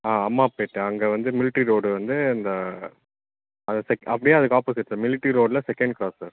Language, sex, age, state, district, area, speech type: Tamil, male, 18-30, Tamil Nadu, Salem, rural, conversation